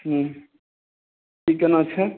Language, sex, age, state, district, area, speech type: Maithili, male, 30-45, Bihar, Madhubani, rural, conversation